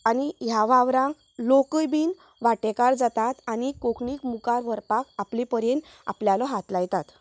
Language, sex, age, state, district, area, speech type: Goan Konkani, female, 30-45, Goa, Canacona, rural, spontaneous